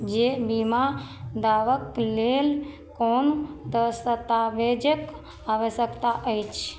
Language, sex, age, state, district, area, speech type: Maithili, female, 18-30, Bihar, Madhubani, rural, read